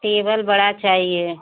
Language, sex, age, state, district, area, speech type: Hindi, female, 60+, Uttar Pradesh, Bhadohi, rural, conversation